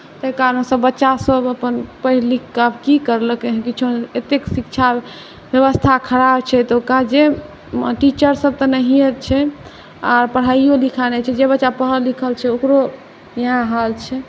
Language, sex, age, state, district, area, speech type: Maithili, female, 18-30, Bihar, Saharsa, urban, spontaneous